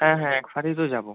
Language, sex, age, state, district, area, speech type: Bengali, male, 18-30, West Bengal, Bankura, rural, conversation